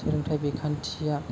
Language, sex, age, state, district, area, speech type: Bodo, male, 18-30, Assam, Chirang, urban, spontaneous